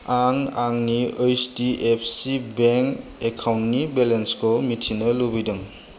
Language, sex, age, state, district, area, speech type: Bodo, male, 30-45, Assam, Chirang, rural, read